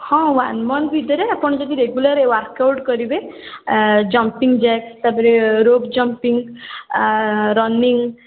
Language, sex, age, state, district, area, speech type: Odia, female, 18-30, Odisha, Puri, urban, conversation